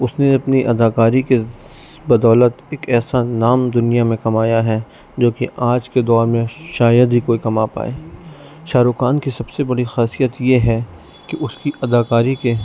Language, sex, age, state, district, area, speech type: Urdu, male, 18-30, Delhi, East Delhi, urban, spontaneous